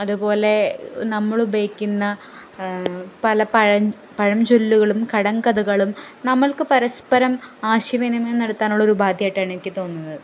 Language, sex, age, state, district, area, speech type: Malayalam, female, 18-30, Kerala, Ernakulam, rural, spontaneous